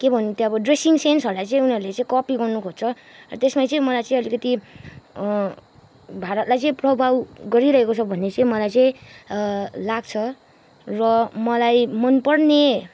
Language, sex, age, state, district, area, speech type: Nepali, female, 18-30, West Bengal, Kalimpong, rural, spontaneous